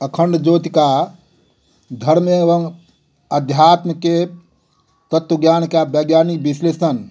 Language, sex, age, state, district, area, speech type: Hindi, male, 60+, Bihar, Darbhanga, rural, spontaneous